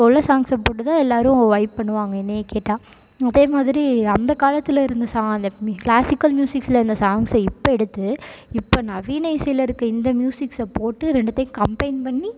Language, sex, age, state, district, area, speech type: Tamil, female, 18-30, Tamil Nadu, Tiruchirappalli, rural, spontaneous